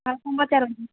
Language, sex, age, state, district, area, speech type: Odia, female, 30-45, Odisha, Sambalpur, rural, conversation